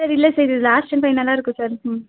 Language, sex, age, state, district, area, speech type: Tamil, female, 30-45, Tamil Nadu, Nilgiris, urban, conversation